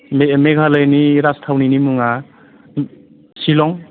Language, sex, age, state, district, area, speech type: Bodo, male, 45-60, Assam, Kokrajhar, urban, conversation